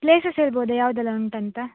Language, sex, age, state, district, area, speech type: Kannada, female, 18-30, Karnataka, Dakshina Kannada, rural, conversation